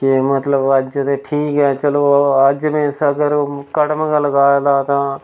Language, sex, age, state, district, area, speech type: Dogri, male, 30-45, Jammu and Kashmir, Reasi, rural, spontaneous